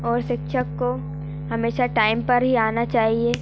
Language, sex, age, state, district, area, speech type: Hindi, female, 18-30, Madhya Pradesh, Bhopal, urban, spontaneous